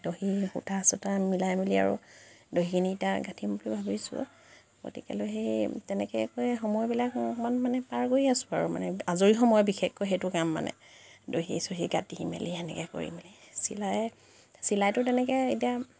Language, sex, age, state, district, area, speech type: Assamese, female, 30-45, Assam, Sivasagar, rural, spontaneous